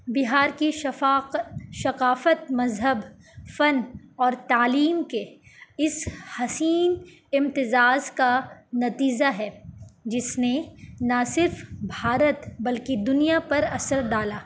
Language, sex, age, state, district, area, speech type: Urdu, female, 18-30, Bihar, Gaya, urban, spontaneous